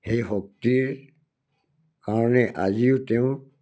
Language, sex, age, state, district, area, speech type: Assamese, male, 60+, Assam, Charaideo, rural, spontaneous